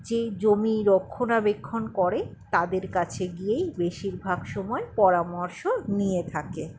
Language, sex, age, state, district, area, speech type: Bengali, female, 60+, West Bengal, Paschim Bardhaman, rural, spontaneous